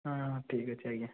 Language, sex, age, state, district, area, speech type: Odia, male, 18-30, Odisha, Balasore, rural, conversation